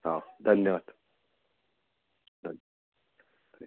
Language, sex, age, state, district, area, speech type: Marathi, male, 18-30, Maharashtra, Amravati, urban, conversation